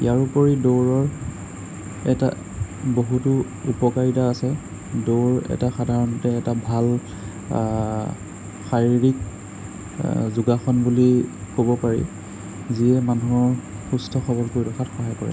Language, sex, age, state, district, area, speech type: Assamese, male, 18-30, Assam, Sonitpur, rural, spontaneous